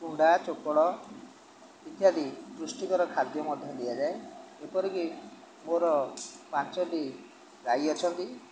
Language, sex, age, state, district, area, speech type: Odia, male, 60+, Odisha, Jagatsinghpur, rural, spontaneous